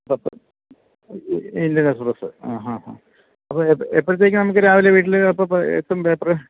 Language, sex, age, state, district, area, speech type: Malayalam, male, 45-60, Kerala, Idukki, rural, conversation